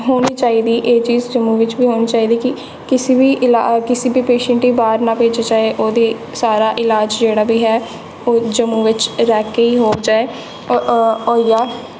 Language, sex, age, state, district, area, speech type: Dogri, female, 18-30, Jammu and Kashmir, Jammu, urban, spontaneous